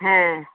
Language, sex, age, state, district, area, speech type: Bengali, female, 30-45, West Bengal, North 24 Parganas, urban, conversation